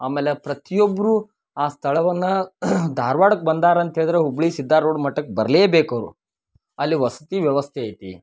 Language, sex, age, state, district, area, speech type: Kannada, male, 30-45, Karnataka, Dharwad, rural, spontaneous